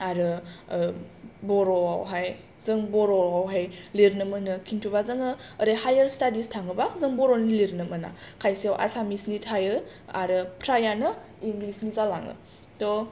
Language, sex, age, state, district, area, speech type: Bodo, female, 18-30, Assam, Chirang, urban, spontaneous